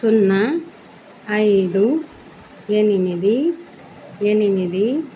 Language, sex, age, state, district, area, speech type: Telugu, female, 60+, Andhra Pradesh, Annamaya, urban, spontaneous